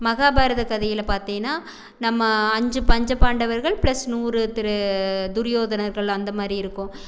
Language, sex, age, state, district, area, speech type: Tamil, female, 45-60, Tamil Nadu, Erode, rural, spontaneous